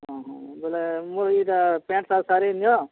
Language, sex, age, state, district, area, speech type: Odia, male, 45-60, Odisha, Bargarh, urban, conversation